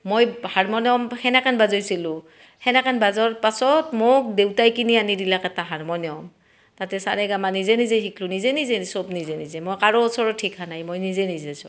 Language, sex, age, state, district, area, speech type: Assamese, female, 45-60, Assam, Barpeta, rural, spontaneous